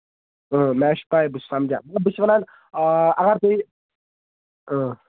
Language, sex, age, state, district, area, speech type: Kashmiri, male, 18-30, Jammu and Kashmir, Ganderbal, rural, conversation